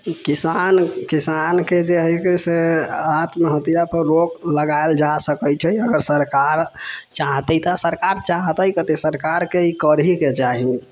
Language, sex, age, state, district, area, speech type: Maithili, male, 18-30, Bihar, Sitamarhi, rural, spontaneous